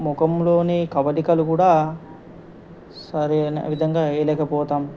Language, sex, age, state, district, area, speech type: Telugu, male, 45-60, Telangana, Ranga Reddy, urban, spontaneous